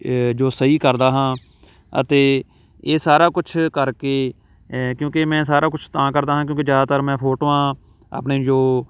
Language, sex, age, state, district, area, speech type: Punjabi, male, 30-45, Punjab, Shaheed Bhagat Singh Nagar, urban, spontaneous